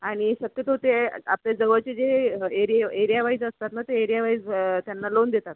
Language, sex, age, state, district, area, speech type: Marathi, female, 30-45, Maharashtra, Akola, urban, conversation